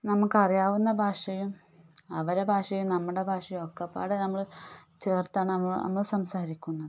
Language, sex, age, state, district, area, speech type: Malayalam, female, 30-45, Kerala, Malappuram, rural, spontaneous